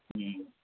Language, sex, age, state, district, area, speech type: Maithili, male, 45-60, Bihar, Supaul, urban, conversation